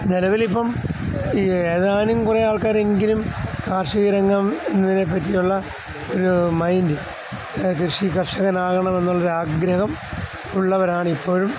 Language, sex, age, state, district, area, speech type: Malayalam, male, 45-60, Kerala, Alappuzha, rural, spontaneous